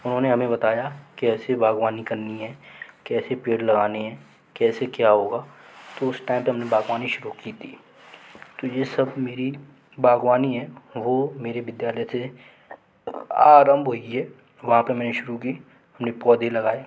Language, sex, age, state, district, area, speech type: Hindi, male, 18-30, Madhya Pradesh, Gwalior, urban, spontaneous